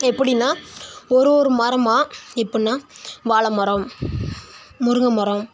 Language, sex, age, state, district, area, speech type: Tamil, male, 18-30, Tamil Nadu, Nagapattinam, rural, spontaneous